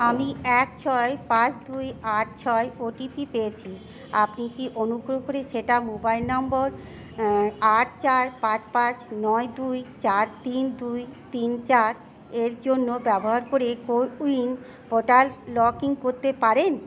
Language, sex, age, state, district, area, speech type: Bengali, female, 30-45, West Bengal, Paschim Bardhaman, urban, read